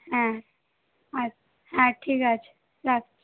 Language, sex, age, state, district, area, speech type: Bengali, female, 18-30, West Bengal, Howrah, urban, conversation